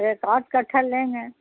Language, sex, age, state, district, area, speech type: Urdu, female, 60+, Bihar, Gaya, urban, conversation